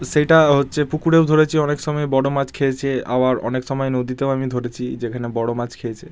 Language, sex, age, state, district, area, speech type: Bengali, male, 45-60, West Bengal, Bankura, urban, spontaneous